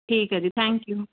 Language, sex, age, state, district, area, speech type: Punjabi, female, 18-30, Punjab, Muktsar, urban, conversation